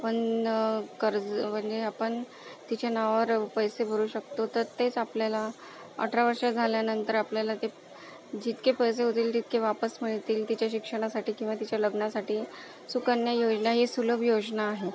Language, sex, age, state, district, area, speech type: Marathi, female, 30-45, Maharashtra, Akola, rural, spontaneous